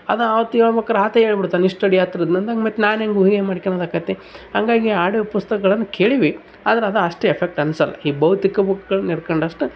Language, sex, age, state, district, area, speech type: Kannada, male, 30-45, Karnataka, Vijayanagara, rural, spontaneous